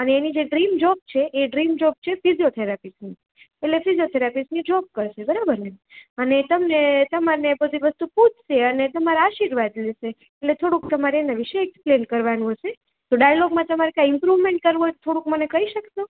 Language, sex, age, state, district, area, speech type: Gujarati, female, 30-45, Gujarat, Rajkot, urban, conversation